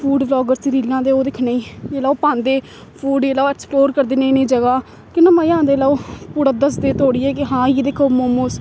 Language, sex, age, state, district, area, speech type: Dogri, female, 18-30, Jammu and Kashmir, Samba, rural, spontaneous